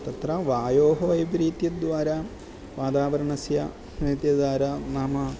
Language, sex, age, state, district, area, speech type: Sanskrit, male, 30-45, Kerala, Ernakulam, urban, spontaneous